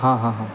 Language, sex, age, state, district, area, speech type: Marathi, male, 18-30, Maharashtra, Sangli, urban, spontaneous